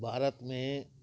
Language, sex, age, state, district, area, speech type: Sindhi, male, 60+, Gujarat, Kutch, rural, spontaneous